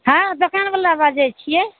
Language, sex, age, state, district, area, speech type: Maithili, female, 60+, Bihar, Araria, rural, conversation